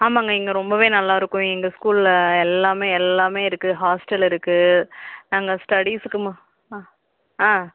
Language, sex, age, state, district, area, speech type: Tamil, male, 45-60, Tamil Nadu, Cuddalore, rural, conversation